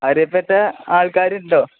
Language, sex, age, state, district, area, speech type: Malayalam, male, 18-30, Kerala, Malappuram, rural, conversation